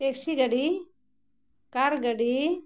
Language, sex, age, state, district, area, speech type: Santali, female, 45-60, Jharkhand, Bokaro, rural, spontaneous